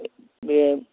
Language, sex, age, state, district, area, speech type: Bodo, male, 60+, Assam, Chirang, rural, conversation